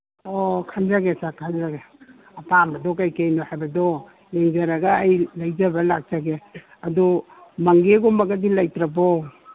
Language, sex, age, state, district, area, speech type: Manipuri, female, 60+, Manipur, Imphal East, rural, conversation